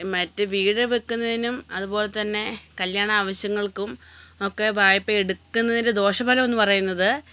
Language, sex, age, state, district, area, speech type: Malayalam, female, 45-60, Kerala, Wayanad, rural, spontaneous